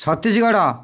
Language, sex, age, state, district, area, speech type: Odia, male, 45-60, Odisha, Jagatsinghpur, urban, spontaneous